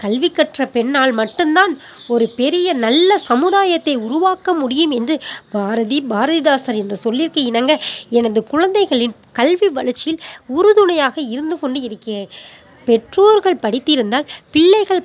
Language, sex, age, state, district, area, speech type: Tamil, female, 30-45, Tamil Nadu, Pudukkottai, rural, spontaneous